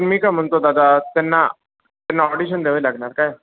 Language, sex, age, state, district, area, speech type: Marathi, male, 18-30, Maharashtra, Sindhudurg, rural, conversation